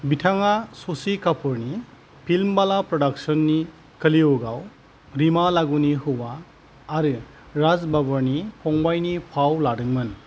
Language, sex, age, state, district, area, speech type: Bodo, male, 45-60, Assam, Kokrajhar, rural, read